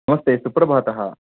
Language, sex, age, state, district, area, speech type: Sanskrit, male, 30-45, Karnataka, Bangalore Urban, urban, conversation